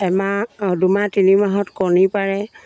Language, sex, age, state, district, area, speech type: Assamese, female, 60+, Assam, Dibrugarh, rural, spontaneous